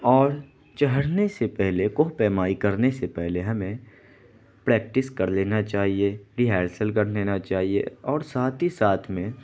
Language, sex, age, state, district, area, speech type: Urdu, male, 18-30, Bihar, Saharsa, rural, spontaneous